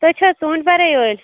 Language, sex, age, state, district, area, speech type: Kashmiri, female, 18-30, Jammu and Kashmir, Shopian, rural, conversation